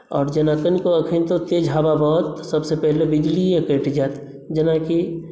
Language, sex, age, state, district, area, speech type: Maithili, male, 18-30, Bihar, Madhubani, rural, spontaneous